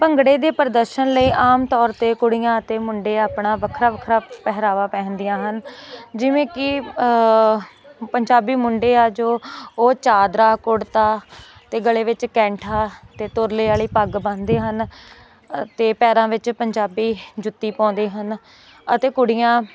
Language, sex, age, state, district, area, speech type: Punjabi, female, 18-30, Punjab, Hoshiarpur, rural, spontaneous